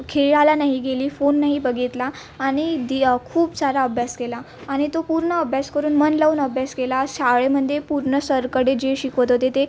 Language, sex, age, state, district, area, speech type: Marathi, female, 18-30, Maharashtra, Nagpur, urban, spontaneous